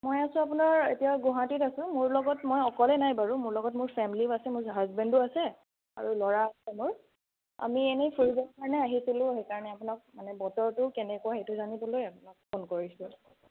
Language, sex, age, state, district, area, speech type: Assamese, female, 30-45, Assam, Sonitpur, rural, conversation